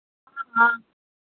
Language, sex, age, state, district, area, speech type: Hindi, female, 30-45, Uttar Pradesh, Azamgarh, urban, conversation